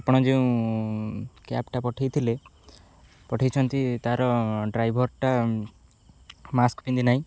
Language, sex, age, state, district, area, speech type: Odia, male, 18-30, Odisha, Jagatsinghpur, rural, spontaneous